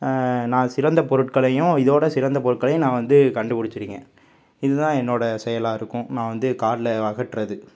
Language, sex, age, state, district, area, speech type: Tamil, male, 30-45, Tamil Nadu, Pudukkottai, rural, spontaneous